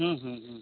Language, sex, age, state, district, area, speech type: Santali, male, 45-60, Odisha, Mayurbhanj, rural, conversation